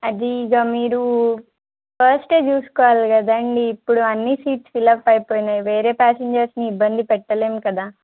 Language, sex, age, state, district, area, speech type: Telugu, female, 18-30, Telangana, Kamareddy, urban, conversation